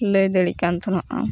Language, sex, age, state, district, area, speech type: Santali, female, 18-30, West Bengal, Uttar Dinajpur, rural, spontaneous